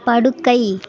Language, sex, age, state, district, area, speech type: Tamil, female, 18-30, Tamil Nadu, Thanjavur, rural, read